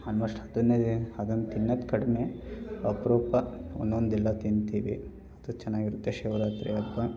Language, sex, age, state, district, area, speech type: Kannada, male, 18-30, Karnataka, Hassan, rural, spontaneous